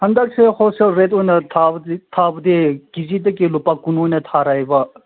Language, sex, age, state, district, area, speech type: Manipuri, male, 18-30, Manipur, Senapati, rural, conversation